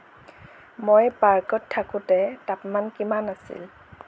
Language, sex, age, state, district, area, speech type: Assamese, female, 30-45, Assam, Lakhimpur, rural, read